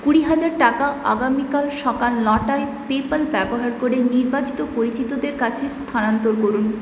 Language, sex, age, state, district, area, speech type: Bengali, female, 18-30, West Bengal, Purulia, urban, read